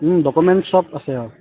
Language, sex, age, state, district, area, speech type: Assamese, male, 18-30, Assam, Lakhimpur, urban, conversation